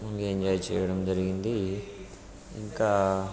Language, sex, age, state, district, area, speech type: Telugu, male, 30-45, Telangana, Siddipet, rural, spontaneous